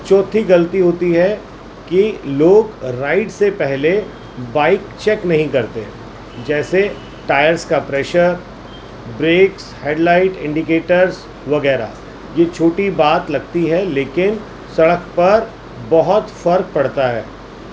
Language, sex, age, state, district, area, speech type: Urdu, male, 45-60, Uttar Pradesh, Gautam Buddha Nagar, urban, spontaneous